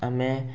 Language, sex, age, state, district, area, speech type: Odia, male, 18-30, Odisha, Rayagada, urban, spontaneous